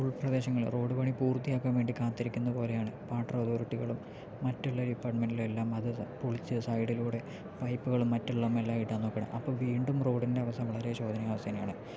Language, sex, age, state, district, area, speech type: Malayalam, male, 18-30, Kerala, Palakkad, rural, spontaneous